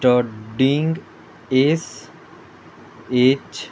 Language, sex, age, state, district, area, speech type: Goan Konkani, male, 18-30, Goa, Murmgao, rural, read